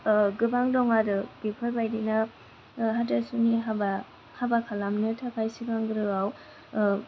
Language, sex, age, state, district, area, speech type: Bodo, female, 18-30, Assam, Kokrajhar, rural, spontaneous